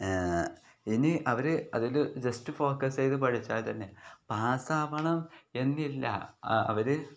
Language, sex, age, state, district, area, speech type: Malayalam, male, 18-30, Kerala, Kozhikode, rural, spontaneous